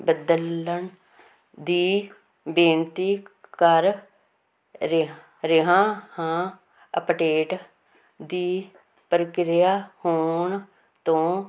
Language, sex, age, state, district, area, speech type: Punjabi, female, 45-60, Punjab, Hoshiarpur, rural, read